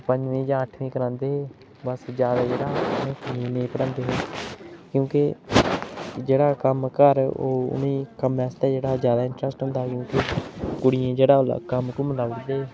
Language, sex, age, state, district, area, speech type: Dogri, male, 18-30, Jammu and Kashmir, Udhampur, rural, spontaneous